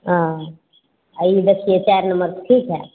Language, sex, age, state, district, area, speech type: Maithili, female, 30-45, Bihar, Begusarai, urban, conversation